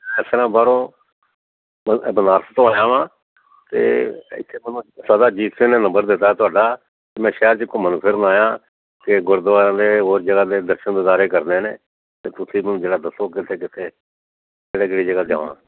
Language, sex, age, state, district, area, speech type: Punjabi, male, 60+, Punjab, Amritsar, urban, conversation